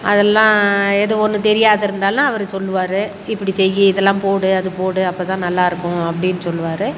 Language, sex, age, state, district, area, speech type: Tamil, female, 60+, Tamil Nadu, Salem, rural, spontaneous